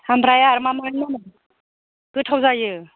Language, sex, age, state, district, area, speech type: Bodo, female, 45-60, Assam, Chirang, rural, conversation